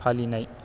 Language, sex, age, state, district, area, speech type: Bodo, male, 18-30, Assam, Chirang, rural, spontaneous